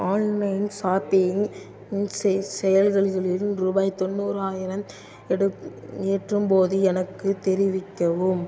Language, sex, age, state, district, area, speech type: Tamil, male, 18-30, Tamil Nadu, Tiruchirappalli, rural, read